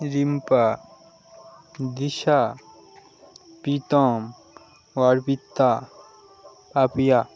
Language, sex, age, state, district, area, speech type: Bengali, male, 18-30, West Bengal, Birbhum, urban, spontaneous